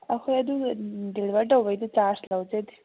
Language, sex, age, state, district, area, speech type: Manipuri, female, 18-30, Manipur, Kangpokpi, urban, conversation